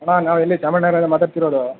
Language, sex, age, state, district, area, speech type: Kannada, male, 18-30, Karnataka, Chamarajanagar, rural, conversation